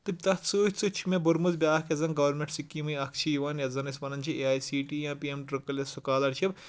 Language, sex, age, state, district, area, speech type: Kashmiri, male, 18-30, Jammu and Kashmir, Kulgam, rural, spontaneous